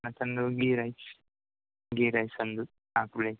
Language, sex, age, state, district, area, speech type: Kannada, male, 18-30, Karnataka, Udupi, rural, conversation